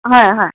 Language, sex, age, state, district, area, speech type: Assamese, female, 45-60, Assam, Dibrugarh, rural, conversation